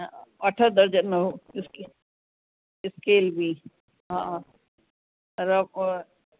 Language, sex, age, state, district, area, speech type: Sindhi, female, 60+, Uttar Pradesh, Lucknow, rural, conversation